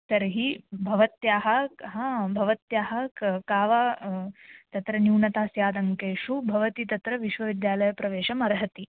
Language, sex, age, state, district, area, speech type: Sanskrit, female, 18-30, Maharashtra, Washim, urban, conversation